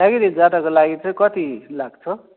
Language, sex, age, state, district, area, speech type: Nepali, male, 60+, West Bengal, Darjeeling, rural, conversation